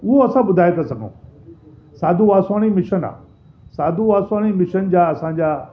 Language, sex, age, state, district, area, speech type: Sindhi, male, 60+, Delhi, South Delhi, urban, spontaneous